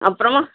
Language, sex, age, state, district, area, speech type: Tamil, female, 60+, Tamil Nadu, Krishnagiri, rural, conversation